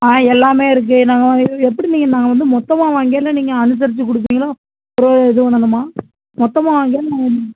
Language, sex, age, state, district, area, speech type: Tamil, male, 18-30, Tamil Nadu, Virudhunagar, rural, conversation